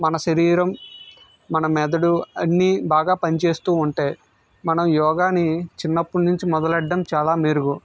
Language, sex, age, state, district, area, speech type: Telugu, male, 30-45, Andhra Pradesh, Vizianagaram, rural, spontaneous